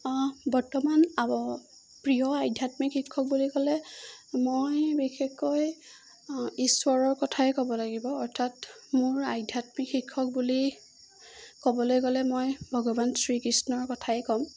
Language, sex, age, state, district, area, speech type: Assamese, female, 18-30, Assam, Jorhat, urban, spontaneous